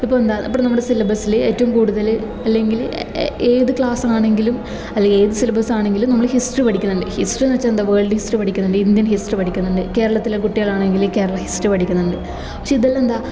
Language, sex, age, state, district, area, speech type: Malayalam, female, 18-30, Kerala, Kasaragod, rural, spontaneous